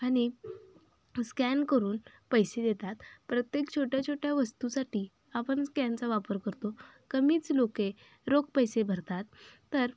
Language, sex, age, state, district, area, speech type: Marathi, female, 18-30, Maharashtra, Sangli, rural, spontaneous